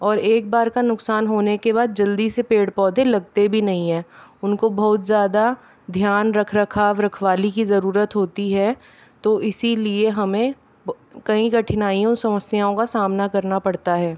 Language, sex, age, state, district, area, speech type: Hindi, female, 45-60, Rajasthan, Jaipur, urban, spontaneous